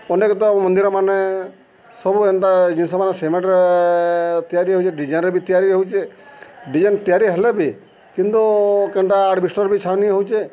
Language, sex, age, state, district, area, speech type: Odia, male, 45-60, Odisha, Subarnapur, urban, spontaneous